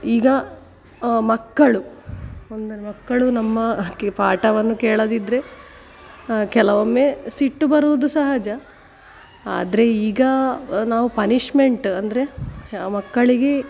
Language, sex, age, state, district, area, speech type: Kannada, female, 45-60, Karnataka, Dakshina Kannada, rural, spontaneous